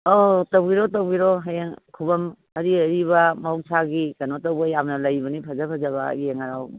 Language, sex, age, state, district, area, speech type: Manipuri, female, 60+, Manipur, Imphal East, rural, conversation